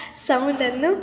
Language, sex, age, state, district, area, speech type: Kannada, female, 18-30, Karnataka, Chitradurga, urban, spontaneous